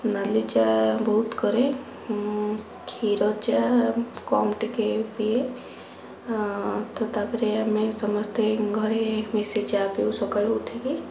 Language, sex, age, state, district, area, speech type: Odia, female, 18-30, Odisha, Cuttack, urban, spontaneous